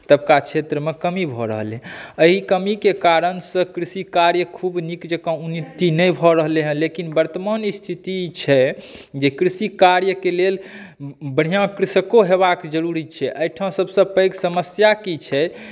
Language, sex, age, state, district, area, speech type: Maithili, male, 60+, Bihar, Saharsa, urban, spontaneous